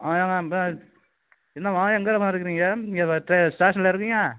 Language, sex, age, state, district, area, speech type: Tamil, male, 60+, Tamil Nadu, Kallakurichi, rural, conversation